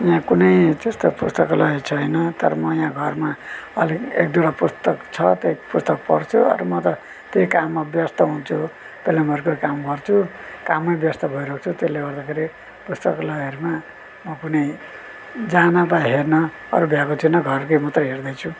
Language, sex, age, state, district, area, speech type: Nepali, male, 45-60, West Bengal, Darjeeling, rural, spontaneous